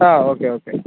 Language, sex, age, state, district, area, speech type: Kannada, male, 18-30, Karnataka, Mysore, rural, conversation